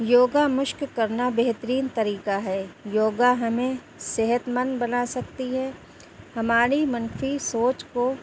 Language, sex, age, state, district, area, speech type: Urdu, female, 30-45, Uttar Pradesh, Shahjahanpur, urban, spontaneous